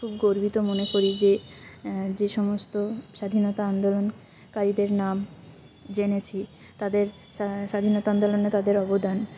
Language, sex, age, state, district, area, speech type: Bengali, female, 18-30, West Bengal, Jalpaiguri, rural, spontaneous